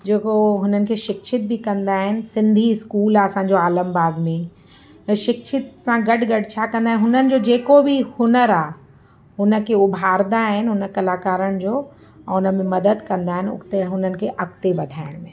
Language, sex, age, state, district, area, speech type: Sindhi, female, 45-60, Uttar Pradesh, Lucknow, urban, spontaneous